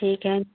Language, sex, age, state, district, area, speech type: Hindi, female, 30-45, Uttar Pradesh, Prayagraj, rural, conversation